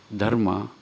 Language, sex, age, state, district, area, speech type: Kannada, male, 60+, Karnataka, Koppal, rural, spontaneous